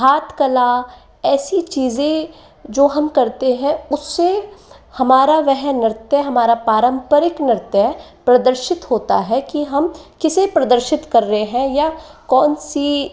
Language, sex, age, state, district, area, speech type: Hindi, female, 18-30, Rajasthan, Jaipur, urban, spontaneous